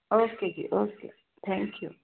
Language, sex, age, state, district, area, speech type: Punjabi, female, 18-30, Punjab, Fazilka, rural, conversation